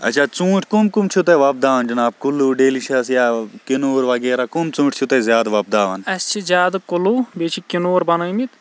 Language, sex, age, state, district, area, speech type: Kashmiri, male, 45-60, Jammu and Kashmir, Kulgam, rural, spontaneous